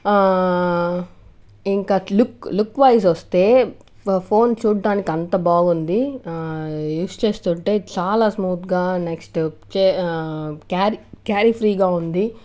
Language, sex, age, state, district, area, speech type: Telugu, female, 18-30, Andhra Pradesh, Annamaya, urban, spontaneous